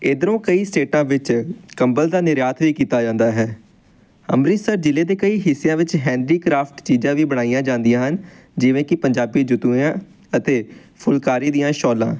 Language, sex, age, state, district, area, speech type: Punjabi, male, 18-30, Punjab, Amritsar, urban, spontaneous